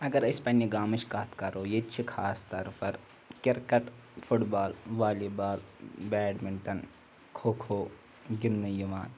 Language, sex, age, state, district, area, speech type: Kashmiri, male, 18-30, Jammu and Kashmir, Ganderbal, rural, spontaneous